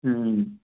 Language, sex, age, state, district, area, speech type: Hindi, male, 18-30, Uttar Pradesh, Jaunpur, rural, conversation